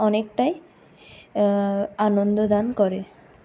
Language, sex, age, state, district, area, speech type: Bengali, female, 60+, West Bengal, Purulia, urban, spontaneous